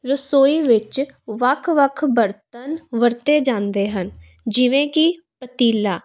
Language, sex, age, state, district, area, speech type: Punjabi, female, 18-30, Punjab, Kapurthala, urban, spontaneous